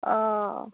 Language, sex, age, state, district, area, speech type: Assamese, female, 18-30, Assam, Darrang, rural, conversation